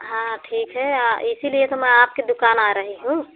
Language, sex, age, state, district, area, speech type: Hindi, female, 45-60, Uttar Pradesh, Jaunpur, rural, conversation